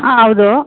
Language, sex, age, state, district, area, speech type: Kannada, female, 30-45, Karnataka, Chamarajanagar, rural, conversation